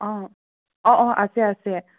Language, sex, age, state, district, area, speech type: Assamese, female, 30-45, Assam, Charaideo, rural, conversation